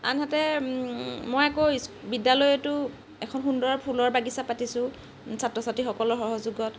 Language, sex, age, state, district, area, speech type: Assamese, female, 45-60, Assam, Lakhimpur, rural, spontaneous